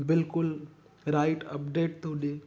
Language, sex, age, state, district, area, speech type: Sindhi, male, 18-30, Gujarat, Kutch, urban, spontaneous